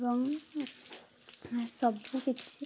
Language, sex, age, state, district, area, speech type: Odia, female, 18-30, Odisha, Mayurbhanj, rural, spontaneous